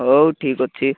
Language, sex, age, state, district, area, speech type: Odia, male, 18-30, Odisha, Malkangiri, urban, conversation